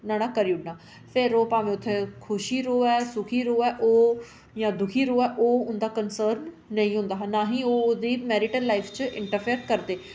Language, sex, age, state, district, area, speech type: Dogri, female, 30-45, Jammu and Kashmir, Reasi, urban, spontaneous